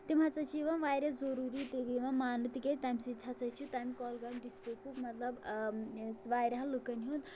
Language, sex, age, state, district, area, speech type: Kashmiri, female, 18-30, Jammu and Kashmir, Kulgam, rural, spontaneous